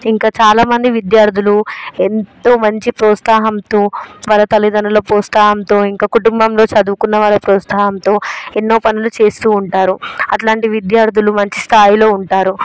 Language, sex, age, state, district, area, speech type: Telugu, female, 18-30, Telangana, Hyderabad, urban, spontaneous